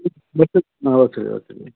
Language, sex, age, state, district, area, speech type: Malayalam, male, 60+, Kerala, Kasaragod, urban, conversation